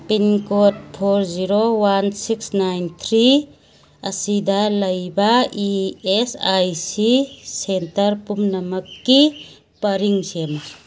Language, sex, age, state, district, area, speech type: Manipuri, female, 60+, Manipur, Churachandpur, urban, read